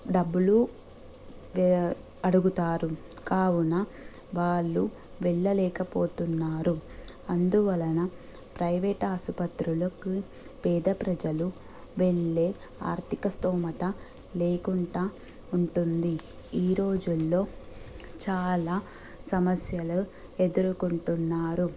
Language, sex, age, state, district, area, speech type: Telugu, female, 30-45, Telangana, Medchal, urban, spontaneous